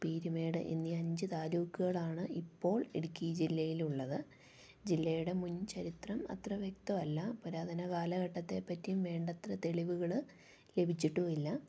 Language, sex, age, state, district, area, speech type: Malayalam, female, 30-45, Kerala, Idukki, rural, spontaneous